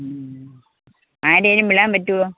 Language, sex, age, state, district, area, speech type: Malayalam, female, 45-60, Kerala, Pathanamthitta, rural, conversation